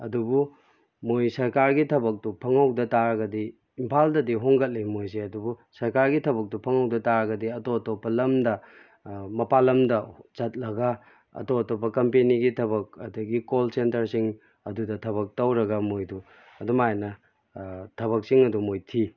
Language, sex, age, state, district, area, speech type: Manipuri, male, 30-45, Manipur, Kakching, rural, spontaneous